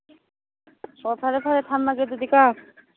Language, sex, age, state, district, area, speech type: Manipuri, female, 45-60, Manipur, Churachandpur, urban, conversation